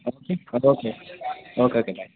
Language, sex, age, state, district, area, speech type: Kannada, male, 45-60, Karnataka, Belgaum, rural, conversation